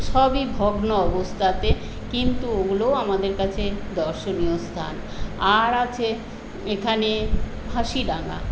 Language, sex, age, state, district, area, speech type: Bengali, female, 60+, West Bengal, Paschim Medinipur, rural, spontaneous